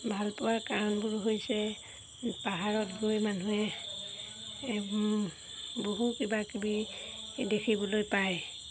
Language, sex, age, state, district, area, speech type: Assamese, female, 30-45, Assam, Golaghat, urban, spontaneous